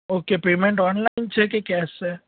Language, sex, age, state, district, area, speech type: Gujarati, male, 18-30, Gujarat, Anand, urban, conversation